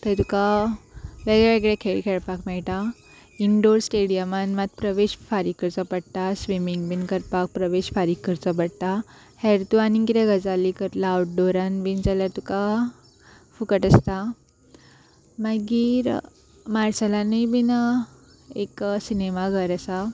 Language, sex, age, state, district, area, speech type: Goan Konkani, female, 18-30, Goa, Ponda, rural, spontaneous